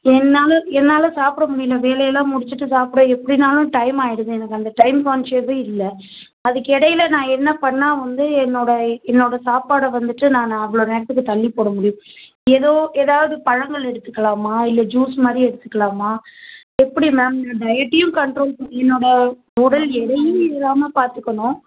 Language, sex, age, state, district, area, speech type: Tamil, female, 30-45, Tamil Nadu, Tiruvallur, urban, conversation